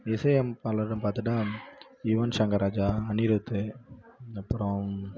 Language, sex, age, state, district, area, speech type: Tamil, male, 18-30, Tamil Nadu, Kallakurichi, rural, spontaneous